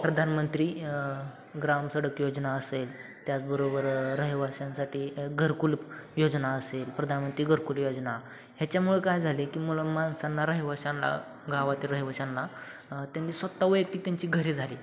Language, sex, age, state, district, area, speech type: Marathi, male, 18-30, Maharashtra, Satara, urban, spontaneous